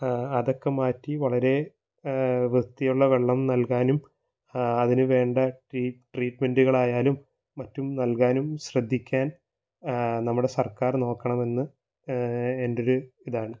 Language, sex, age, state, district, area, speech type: Malayalam, male, 18-30, Kerala, Thrissur, urban, spontaneous